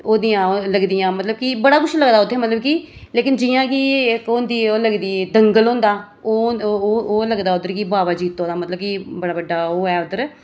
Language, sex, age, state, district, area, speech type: Dogri, female, 30-45, Jammu and Kashmir, Reasi, rural, spontaneous